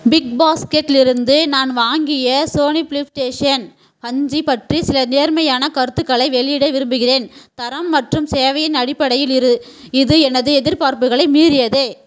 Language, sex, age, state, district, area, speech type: Tamil, female, 30-45, Tamil Nadu, Tirupattur, rural, read